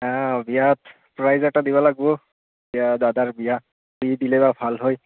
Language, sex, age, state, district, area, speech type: Assamese, male, 18-30, Assam, Barpeta, rural, conversation